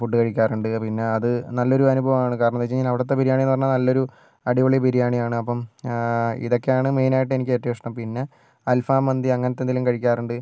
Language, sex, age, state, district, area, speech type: Malayalam, male, 60+, Kerala, Wayanad, rural, spontaneous